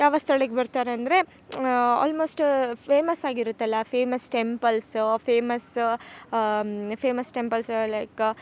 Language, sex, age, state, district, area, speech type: Kannada, female, 18-30, Karnataka, Chikkamagaluru, rural, spontaneous